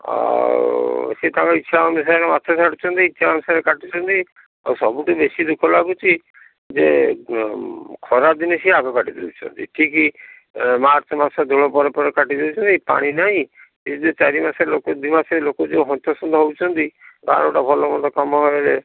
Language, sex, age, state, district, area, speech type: Odia, male, 60+, Odisha, Kalahandi, rural, conversation